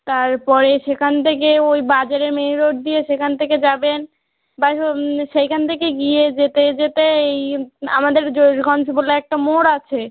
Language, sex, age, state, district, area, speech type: Bengali, female, 18-30, West Bengal, North 24 Parganas, rural, conversation